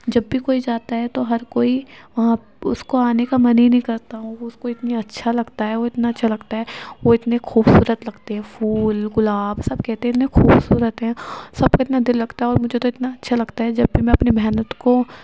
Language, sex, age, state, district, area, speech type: Urdu, female, 18-30, Uttar Pradesh, Ghaziabad, rural, spontaneous